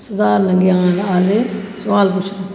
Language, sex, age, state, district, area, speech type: Dogri, female, 45-60, Jammu and Kashmir, Jammu, urban, read